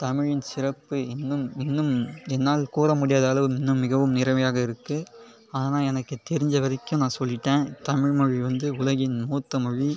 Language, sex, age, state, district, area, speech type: Tamil, male, 18-30, Tamil Nadu, Cuddalore, rural, spontaneous